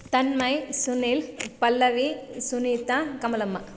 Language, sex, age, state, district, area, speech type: Kannada, female, 30-45, Karnataka, Chikkamagaluru, rural, spontaneous